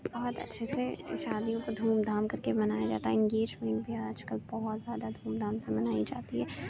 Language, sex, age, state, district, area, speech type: Urdu, female, 30-45, Uttar Pradesh, Aligarh, urban, spontaneous